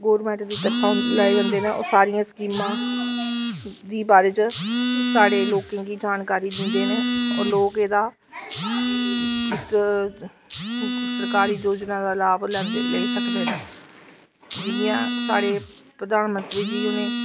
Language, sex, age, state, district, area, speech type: Dogri, female, 30-45, Jammu and Kashmir, Samba, urban, spontaneous